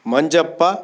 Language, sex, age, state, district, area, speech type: Kannada, male, 45-60, Karnataka, Shimoga, rural, spontaneous